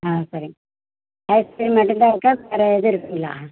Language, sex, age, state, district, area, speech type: Tamil, female, 60+, Tamil Nadu, Virudhunagar, rural, conversation